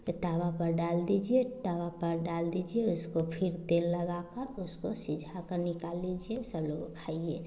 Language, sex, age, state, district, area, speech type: Hindi, female, 30-45, Bihar, Samastipur, rural, spontaneous